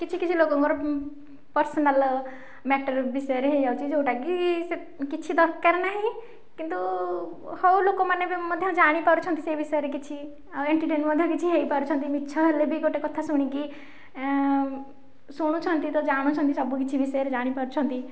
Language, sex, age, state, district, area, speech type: Odia, female, 45-60, Odisha, Nayagarh, rural, spontaneous